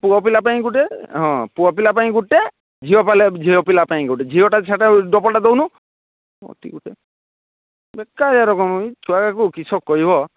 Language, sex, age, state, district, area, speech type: Odia, male, 30-45, Odisha, Mayurbhanj, rural, conversation